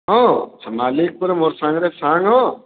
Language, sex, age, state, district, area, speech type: Odia, male, 60+, Odisha, Boudh, rural, conversation